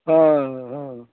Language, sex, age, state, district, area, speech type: Maithili, male, 60+, Bihar, Muzaffarpur, urban, conversation